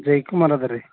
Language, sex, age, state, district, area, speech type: Kannada, male, 30-45, Karnataka, Bidar, urban, conversation